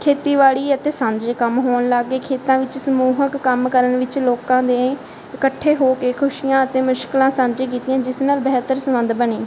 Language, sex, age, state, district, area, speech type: Punjabi, female, 30-45, Punjab, Barnala, rural, spontaneous